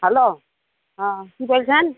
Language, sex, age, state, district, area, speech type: Bengali, female, 30-45, West Bengal, Uttar Dinajpur, urban, conversation